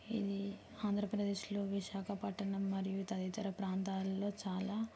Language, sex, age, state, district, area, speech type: Telugu, female, 30-45, Andhra Pradesh, Visakhapatnam, urban, spontaneous